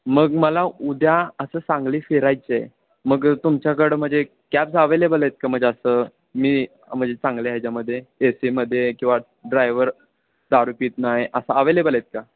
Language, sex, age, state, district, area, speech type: Marathi, male, 18-30, Maharashtra, Sangli, rural, conversation